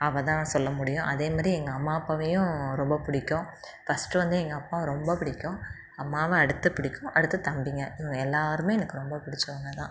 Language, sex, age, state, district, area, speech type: Tamil, female, 30-45, Tamil Nadu, Tiruchirappalli, rural, spontaneous